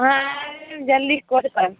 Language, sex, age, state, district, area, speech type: Maithili, female, 18-30, Bihar, Samastipur, rural, conversation